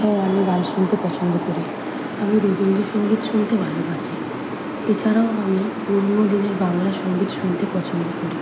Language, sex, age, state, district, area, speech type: Bengali, female, 18-30, West Bengal, Kolkata, urban, spontaneous